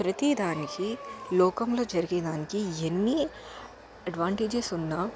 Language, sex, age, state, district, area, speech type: Telugu, female, 18-30, Telangana, Hyderabad, urban, spontaneous